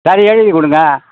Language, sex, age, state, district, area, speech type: Tamil, male, 60+, Tamil Nadu, Ariyalur, rural, conversation